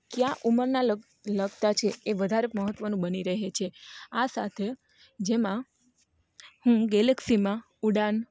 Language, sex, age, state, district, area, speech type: Gujarati, female, 30-45, Gujarat, Rajkot, rural, spontaneous